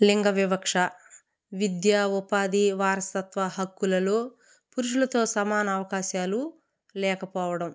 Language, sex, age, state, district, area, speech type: Telugu, female, 30-45, Andhra Pradesh, Kadapa, rural, spontaneous